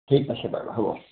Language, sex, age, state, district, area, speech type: Assamese, male, 60+, Assam, Majuli, urban, conversation